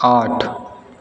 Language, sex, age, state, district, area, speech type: Hindi, male, 18-30, Bihar, Begusarai, rural, read